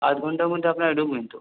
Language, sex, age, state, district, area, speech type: Bengali, male, 18-30, West Bengal, Purulia, urban, conversation